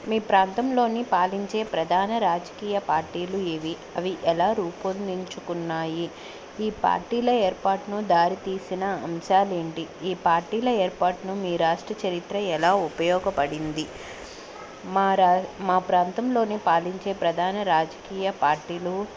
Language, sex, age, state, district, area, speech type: Telugu, female, 18-30, Telangana, Hyderabad, urban, spontaneous